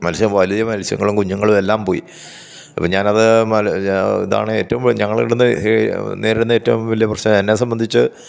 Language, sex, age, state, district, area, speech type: Malayalam, male, 45-60, Kerala, Pathanamthitta, rural, spontaneous